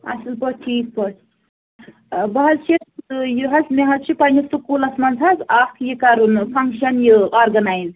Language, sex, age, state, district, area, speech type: Kashmiri, female, 18-30, Jammu and Kashmir, Pulwama, urban, conversation